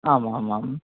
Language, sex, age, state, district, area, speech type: Sanskrit, male, 18-30, Karnataka, Dakshina Kannada, rural, conversation